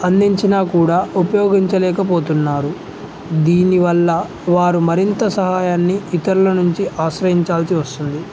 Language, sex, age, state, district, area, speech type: Telugu, male, 18-30, Telangana, Jangaon, rural, spontaneous